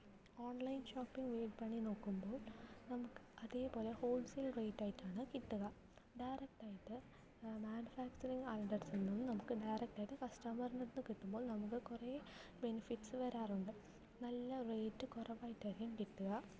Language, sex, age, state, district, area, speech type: Malayalam, female, 18-30, Kerala, Palakkad, rural, spontaneous